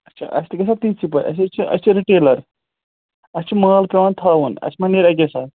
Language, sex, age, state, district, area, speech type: Kashmiri, male, 18-30, Jammu and Kashmir, Ganderbal, rural, conversation